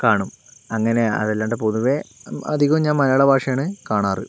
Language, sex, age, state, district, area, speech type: Malayalam, male, 60+, Kerala, Palakkad, rural, spontaneous